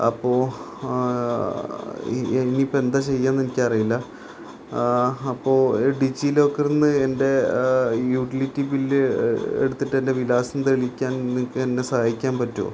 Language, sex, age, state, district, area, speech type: Malayalam, male, 30-45, Kerala, Malappuram, rural, spontaneous